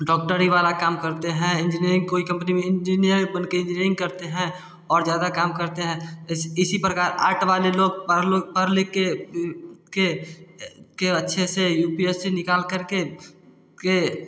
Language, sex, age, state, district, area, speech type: Hindi, male, 18-30, Bihar, Samastipur, urban, spontaneous